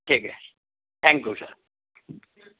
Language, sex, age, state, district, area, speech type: Urdu, male, 30-45, Delhi, Central Delhi, urban, conversation